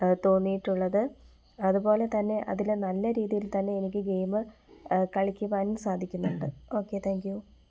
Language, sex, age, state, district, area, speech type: Malayalam, female, 18-30, Kerala, Kollam, rural, spontaneous